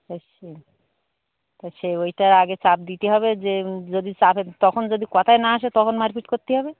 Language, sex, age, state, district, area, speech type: Bengali, female, 60+, West Bengal, Darjeeling, urban, conversation